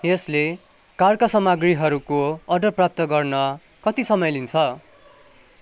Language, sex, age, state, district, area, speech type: Nepali, male, 18-30, West Bengal, Kalimpong, urban, read